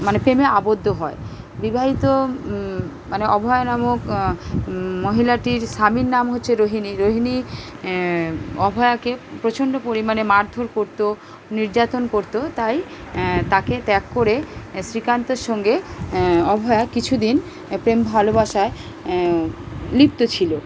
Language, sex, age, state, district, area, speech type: Bengali, female, 30-45, West Bengal, Kolkata, urban, spontaneous